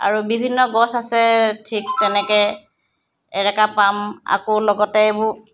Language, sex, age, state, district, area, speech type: Assamese, female, 60+, Assam, Charaideo, urban, spontaneous